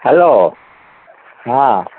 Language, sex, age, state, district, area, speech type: Odia, male, 60+, Odisha, Gajapati, rural, conversation